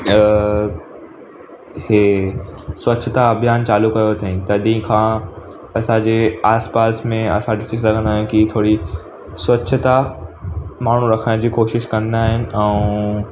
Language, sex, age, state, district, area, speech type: Sindhi, male, 18-30, Gujarat, Surat, urban, spontaneous